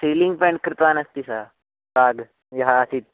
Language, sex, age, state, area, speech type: Sanskrit, male, 18-30, Chhattisgarh, urban, conversation